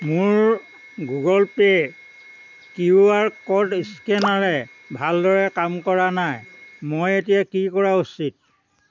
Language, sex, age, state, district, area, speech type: Assamese, male, 60+, Assam, Dhemaji, rural, read